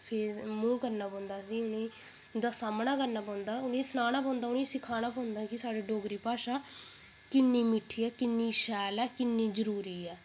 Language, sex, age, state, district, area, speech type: Dogri, female, 18-30, Jammu and Kashmir, Udhampur, rural, spontaneous